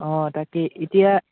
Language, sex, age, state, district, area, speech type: Assamese, male, 30-45, Assam, Biswanath, rural, conversation